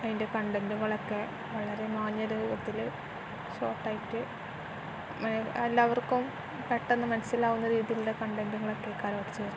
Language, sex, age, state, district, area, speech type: Malayalam, female, 18-30, Kerala, Kozhikode, rural, spontaneous